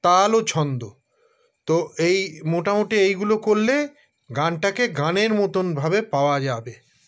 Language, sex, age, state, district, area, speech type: Bengali, male, 60+, West Bengal, Paschim Bardhaman, urban, spontaneous